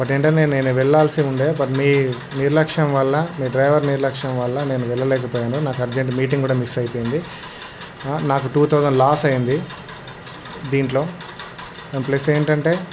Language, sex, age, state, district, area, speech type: Telugu, male, 18-30, Andhra Pradesh, Krishna, urban, spontaneous